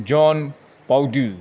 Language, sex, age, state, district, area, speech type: Manipuri, male, 30-45, Manipur, Senapati, urban, spontaneous